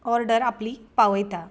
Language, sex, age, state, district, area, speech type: Goan Konkani, female, 30-45, Goa, Canacona, rural, spontaneous